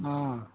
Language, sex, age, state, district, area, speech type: Kannada, male, 45-60, Karnataka, Bellary, rural, conversation